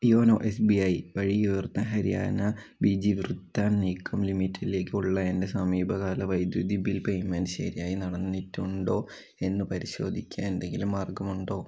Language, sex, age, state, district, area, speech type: Malayalam, male, 18-30, Kerala, Wayanad, rural, read